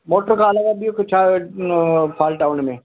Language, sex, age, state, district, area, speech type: Sindhi, male, 45-60, Delhi, South Delhi, urban, conversation